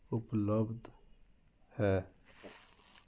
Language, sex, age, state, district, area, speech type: Punjabi, male, 45-60, Punjab, Fazilka, rural, read